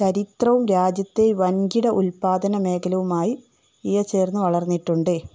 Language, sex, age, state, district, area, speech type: Malayalam, female, 45-60, Kerala, Palakkad, rural, spontaneous